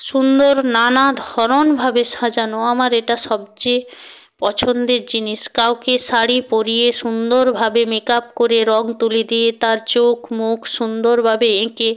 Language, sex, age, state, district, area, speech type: Bengali, female, 45-60, West Bengal, North 24 Parganas, rural, spontaneous